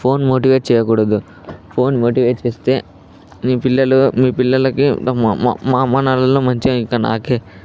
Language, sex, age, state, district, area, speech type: Telugu, male, 18-30, Telangana, Vikarabad, urban, spontaneous